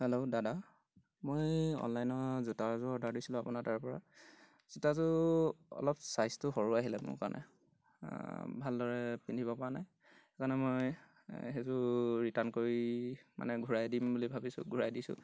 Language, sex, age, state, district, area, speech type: Assamese, male, 18-30, Assam, Golaghat, rural, spontaneous